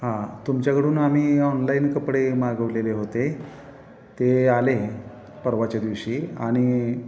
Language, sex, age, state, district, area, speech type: Marathi, male, 45-60, Maharashtra, Satara, urban, spontaneous